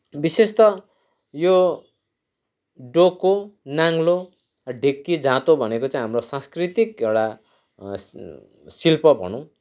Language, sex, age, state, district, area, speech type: Nepali, male, 45-60, West Bengal, Kalimpong, rural, spontaneous